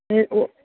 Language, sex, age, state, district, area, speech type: Tamil, female, 30-45, Tamil Nadu, Chennai, urban, conversation